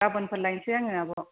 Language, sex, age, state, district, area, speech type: Bodo, female, 45-60, Assam, Chirang, rural, conversation